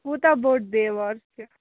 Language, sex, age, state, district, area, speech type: Kashmiri, female, 18-30, Jammu and Kashmir, Baramulla, rural, conversation